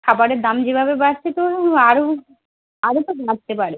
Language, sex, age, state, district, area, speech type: Bengali, female, 45-60, West Bengal, Birbhum, urban, conversation